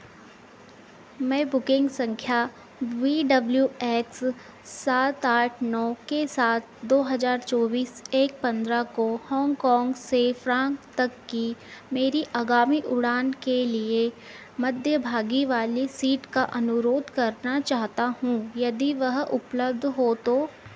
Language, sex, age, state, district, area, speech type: Hindi, female, 45-60, Madhya Pradesh, Harda, urban, read